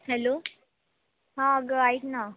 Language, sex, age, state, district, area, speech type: Marathi, female, 18-30, Maharashtra, Nashik, urban, conversation